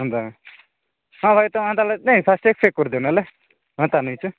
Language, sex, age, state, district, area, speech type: Odia, male, 18-30, Odisha, Kalahandi, rural, conversation